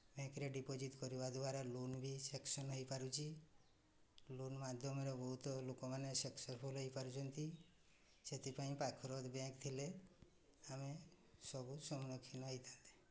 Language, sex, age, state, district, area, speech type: Odia, male, 45-60, Odisha, Mayurbhanj, rural, spontaneous